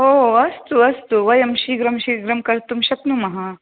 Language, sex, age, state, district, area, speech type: Sanskrit, female, 30-45, Karnataka, Udupi, urban, conversation